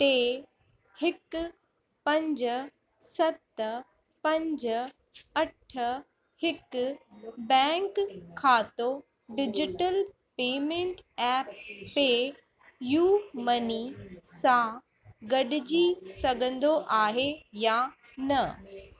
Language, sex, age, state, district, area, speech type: Sindhi, female, 45-60, Uttar Pradesh, Lucknow, rural, read